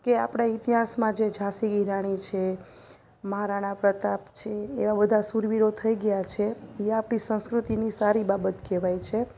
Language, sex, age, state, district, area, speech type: Gujarati, female, 30-45, Gujarat, Junagadh, urban, spontaneous